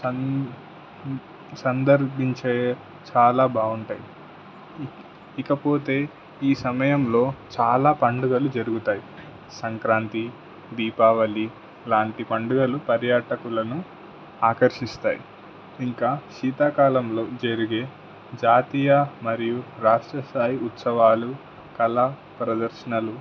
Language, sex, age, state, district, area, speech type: Telugu, male, 18-30, Telangana, Suryapet, urban, spontaneous